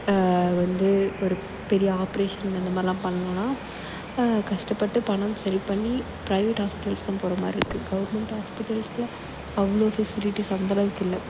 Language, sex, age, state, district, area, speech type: Tamil, female, 18-30, Tamil Nadu, Perambalur, urban, spontaneous